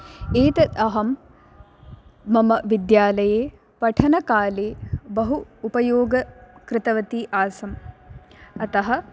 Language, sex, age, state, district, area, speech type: Sanskrit, female, 18-30, Karnataka, Dakshina Kannada, urban, spontaneous